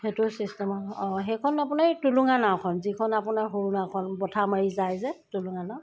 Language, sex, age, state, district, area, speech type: Assamese, female, 30-45, Assam, Sivasagar, rural, spontaneous